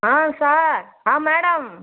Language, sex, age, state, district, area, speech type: Tamil, female, 60+, Tamil Nadu, Viluppuram, rural, conversation